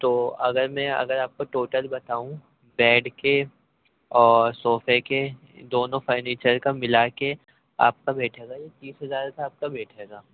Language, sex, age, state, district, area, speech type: Urdu, male, 18-30, Uttar Pradesh, Ghaziabad, rural, conversation